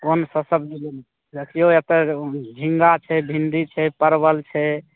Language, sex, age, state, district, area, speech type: Maithili, male, 30-45, Bihar, Madhepura, rural, conversation